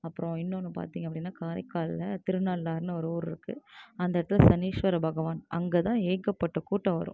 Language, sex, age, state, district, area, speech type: Tamil, female, 30-45, Tamil Nadu, Tiruvarur, rural, spontaneous